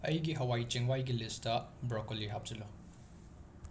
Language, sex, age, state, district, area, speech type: Manipuri, male, 30-45, Manipur, Imphal West, urban, read